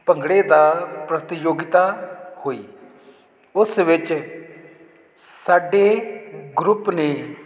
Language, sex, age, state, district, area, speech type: Punjabi, male, 45-60, Punjab, Jalandhar, urban, spontaneous